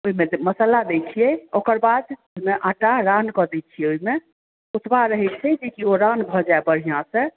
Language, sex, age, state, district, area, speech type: Maithili, female, 45-60, Bihar, Madhubani, rural, conversation